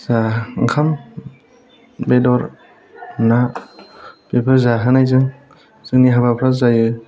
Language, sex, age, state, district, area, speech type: Bodo, male, 18-30, Assam, Kokrajhar, rural, spontaneous